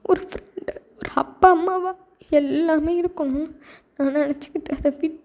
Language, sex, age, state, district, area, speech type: Tamil, female, 18-30, Tamil Nadu, Thoothukudi, rural, spontaneous